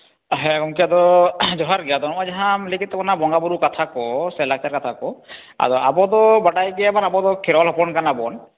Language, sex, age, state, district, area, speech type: Santali, male, 30-45, West Bengal, Jhargram, rural, conversation